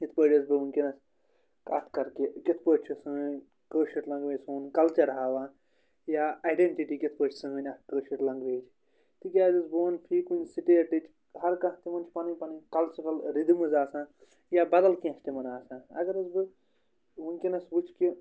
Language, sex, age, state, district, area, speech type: Kashmiri, male, 30-45, Jammu and Kashmir, Bandipora, rural, spontaneous